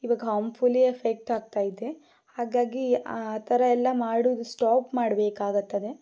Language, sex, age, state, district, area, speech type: Kannada, female, 18-30, Karnataka, Shimoga, rural, spontaneous